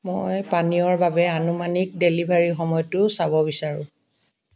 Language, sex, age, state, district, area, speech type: Assamese, female, 60+, Assam, Dibrugarh, rural, read